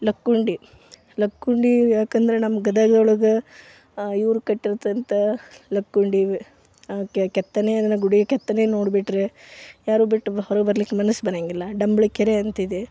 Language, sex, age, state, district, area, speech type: Kannada, female, 30-45, Karnataka, Gadag, rural, spontaneous